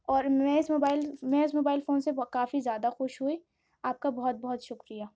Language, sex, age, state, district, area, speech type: Urdu, female, 18-30, Uttar Pradesh, Aligarh, urban, spontaneous